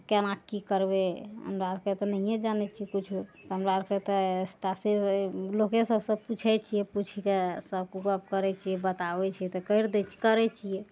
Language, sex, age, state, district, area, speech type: Maithili, female, 45-60, Bihar, Araria, urban, spontaneous